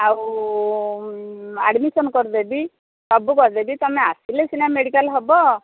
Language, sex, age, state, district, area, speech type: Odia, female, 45-60, Odisha, Angul, rural, conversation